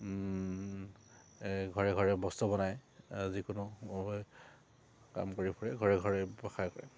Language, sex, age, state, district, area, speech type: Assamese, male, 45-60, Assam, Dibrugarh, urban, spontaneous